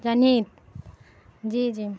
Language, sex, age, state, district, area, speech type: Urdu, female, 18-30, Bihar, Saharsa, rural, spontaneous